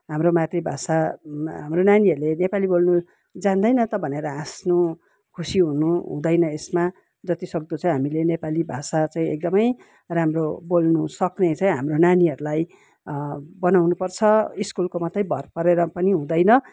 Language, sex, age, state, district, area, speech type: Nepali, female, 45-60, West Bengal, Kalimpong, rural, spontaneous